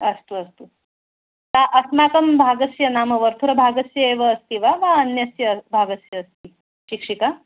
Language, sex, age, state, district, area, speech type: Sanskrit, female, 30-45, Karnataka, Bangalore Urban, urban, conversation